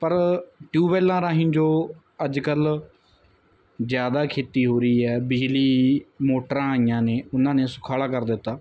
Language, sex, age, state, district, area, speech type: Punjabi, male, 18-30, Punjab, Mansa, rural, spontaneous